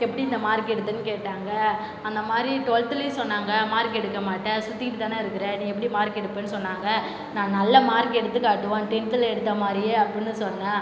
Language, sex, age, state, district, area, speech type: Tamil, female, 18-30, Tamil Nadu, Cuddalore, rural, spontaneous